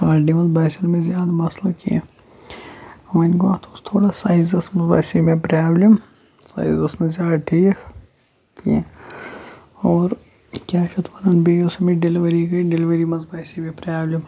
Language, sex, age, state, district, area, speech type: Kashmiri, male, 18-30, Jammu and Kashmir, Shopian, rural, spontaneous